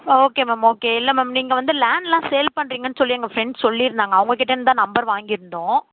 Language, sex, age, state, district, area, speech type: Tamil, female, 30-45, Tamil Nadu, Chennai, urban, conversation